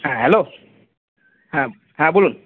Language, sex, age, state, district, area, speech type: Bengali, male, 18-30, West Bengal, Cooch Behar, urban, conversation